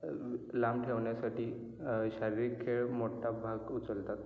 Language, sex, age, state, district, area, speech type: Marathi, male, 18-30, Maharashtra, Kolhapur, rural, spontaneous